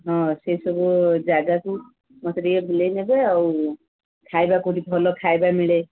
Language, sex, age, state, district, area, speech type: Odia, female, 45-60, Odisha, Sundergarh, rural, conversation